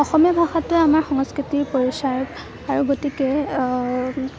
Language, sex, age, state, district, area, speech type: Assamese, female, 18-30, Assam, Kamrup Metropolitan, rural, spontaneous